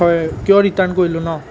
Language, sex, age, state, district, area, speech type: Assamese, male, 18-30, Assam, Nalbari, rural, spontaneous